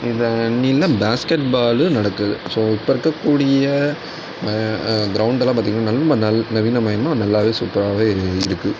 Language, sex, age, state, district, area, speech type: Tamil, male, 30-45, Tamil Nadu, Tiruvarur, rural, spontaneous